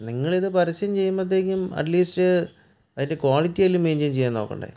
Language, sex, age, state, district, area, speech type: Malayalam, male, 30-45, Kerala, Kottayam, urban, spontaneous